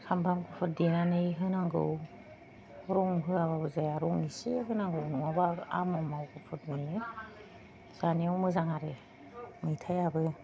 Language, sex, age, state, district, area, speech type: Bodo, female, 45-60, Assam, Kokrajhar, urban, spontaneous